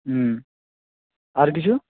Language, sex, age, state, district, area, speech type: Bengali, male, 18-30, West Bengal, Jhargram, rural, conversation